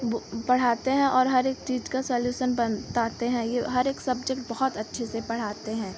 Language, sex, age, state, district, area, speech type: Hindi, female, 18-30, Uttar Pradesh, Pratapgarh, rural, spontaneous